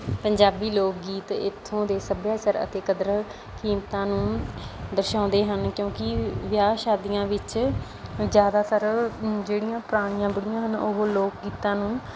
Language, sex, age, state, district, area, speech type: Punjabi, female, 30-45, Punjab, Bathinda, rural, spontaneous